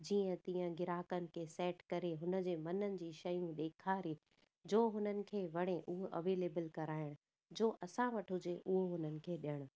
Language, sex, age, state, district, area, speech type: Sindhi, female, 30-45, Gujarat, Surat, urban, spontaneous